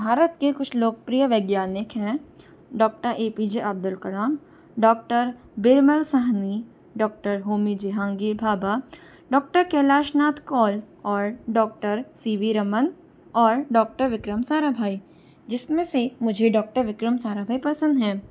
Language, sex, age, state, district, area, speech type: Hindi, female, 45-60, Rajasthan, Jaipur, urban, spontaneous